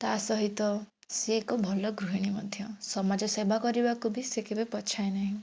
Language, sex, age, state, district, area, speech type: Odia, female, 18-30, Odisha, Jajpur, rural, spontaneous